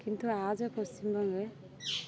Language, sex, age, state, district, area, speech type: Bengali, female, 18-30, West Bengal, Uttar Dinajpur, urban, spontaneous